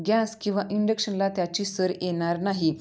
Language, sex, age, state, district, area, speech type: Marathi, female, 30-45, Maharashtra, Sangli, rural, spontaneous